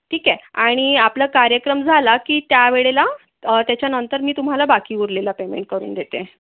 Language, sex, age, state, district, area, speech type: Marathi, female, 18-30, Maharashtra, Akola, urban, conversation